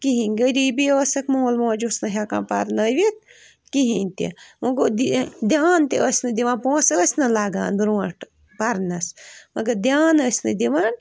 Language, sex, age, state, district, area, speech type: Kashmiri, female, 18-30, Jammu and Kashmir, Bandipora, rural, spontaneous